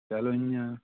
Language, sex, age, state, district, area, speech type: Dogri, male, 30-45, Jammu and Kashmir, Udhampur, rural, conversation